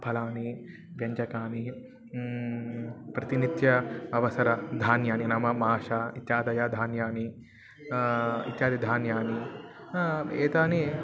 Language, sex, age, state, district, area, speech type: Sanskrit, male, 18-30, Telangana, Mahbubnagar, urban, spontaneous